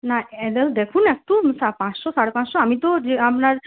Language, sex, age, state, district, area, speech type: Bengali, female, 18-30, West Bengal, Purulia, rural, conversation